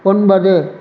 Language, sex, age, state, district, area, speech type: Tamil, male, 60+, Tamil Nadu, Erode, rural, read